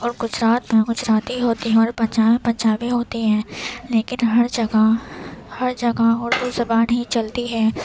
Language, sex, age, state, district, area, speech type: Urdu, female, 18-30, Uttar Pradesh, Gautam Buddha Nagar, rural, spontaneous